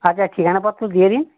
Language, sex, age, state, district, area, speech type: Bengali, male, 60+, West Bengal, North 24 Parganas, urban, conversation